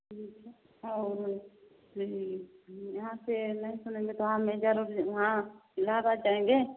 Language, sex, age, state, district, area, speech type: Hindi, female, 30-45, Uttar Pradesh, Prayagraj, rural, conversation